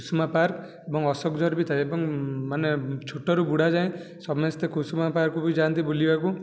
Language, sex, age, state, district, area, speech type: Odia, male, 18-30, Odisha, Jajpur, rural, spontaneous